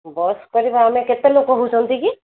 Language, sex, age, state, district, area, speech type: Odia, female, 30-45, Odisha, Sundergarh, urban, conversation